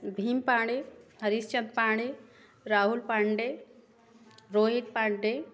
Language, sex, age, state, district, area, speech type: Hindi, female, 30-45, Uttar Pradesh, Prayagraj, rural, spontaneous